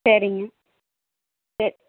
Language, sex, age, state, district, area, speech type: Tamil, female, 60+, Tamil Nadu, Erode, urban, conversation